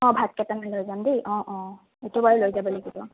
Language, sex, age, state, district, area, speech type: Assamese, female, 18-30, Assam, Sonitpur, rural, conversation